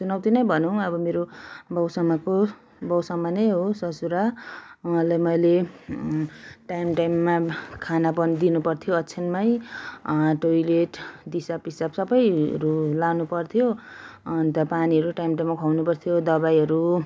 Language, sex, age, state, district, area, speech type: Nepali, female, 30-45, West Bengal, Darjeeling, rural, spontaneous